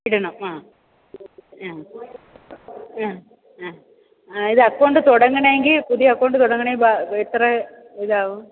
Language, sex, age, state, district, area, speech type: Malayalam, female, 45-60, Kerala, Thiruvananthapuram, urban, conversation